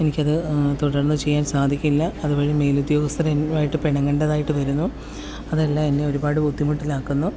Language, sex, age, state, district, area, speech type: Malayalam, female, 30-45, Kerala, Pathanamthitta, rural, spontaneous